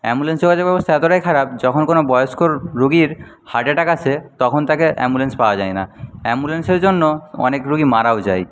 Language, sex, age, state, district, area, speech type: Bengali, male, 60+, West Bengal, Paschim Medinipur, rural, spontaneous